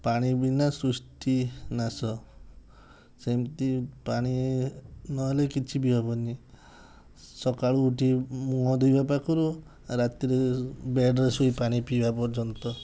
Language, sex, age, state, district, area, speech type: Odia, male, 45-60, Odisha, Balasore, rural, spontaneous